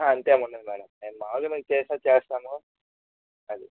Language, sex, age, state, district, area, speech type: Telugu, male, 18-30, Andhra Pradesh, Sri Balaji, urban, conversation